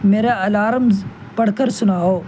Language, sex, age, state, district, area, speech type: Urdu, male, 18-30, Delhi, North West Delhi, urban, read